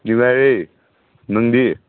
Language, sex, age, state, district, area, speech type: Manipuri, male, 18-30, Manipur, Senapati, rural, conversation